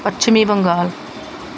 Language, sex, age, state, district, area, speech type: Punjabi, female, 45-60, Punjab, Pathankot, rural, spontaneous